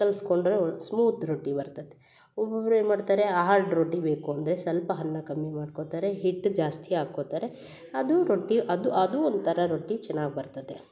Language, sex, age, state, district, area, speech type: Kannada, female, 45-60, Karnataka, Hassan, urban, spontaneous